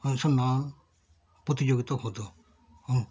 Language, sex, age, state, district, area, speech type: Bengali, male, 60+, West Bengal, Darjeeling, rural, spontaneous